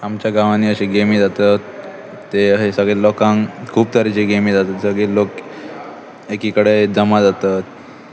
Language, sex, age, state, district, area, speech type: Goan Konkani, male, 18-30, Goa, Pernem, rural, spontaneous